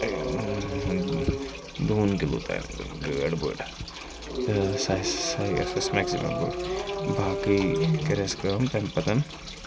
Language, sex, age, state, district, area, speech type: Kashmiri, male, 30-45, Jammu and Kashmir, Srinagar, urban, spontaneous